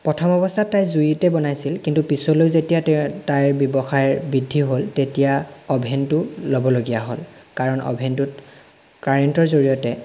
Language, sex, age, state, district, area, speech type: Assamese, male, 18-30, Assam, Lakhimpur, rural, spontaneous